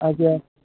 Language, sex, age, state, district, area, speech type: Odia, male, 18-30, Odisha, Puri, urban, conversation